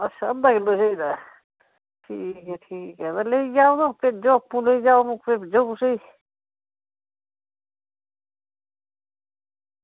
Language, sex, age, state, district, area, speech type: Dogri, female, 60+, Jammu and Kashmir, Udhampur, rural, conversation